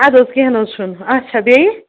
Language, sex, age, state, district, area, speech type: Kashmiri, female, 18-30, Jammu and Kashmir, Ganderbal, rural, conversation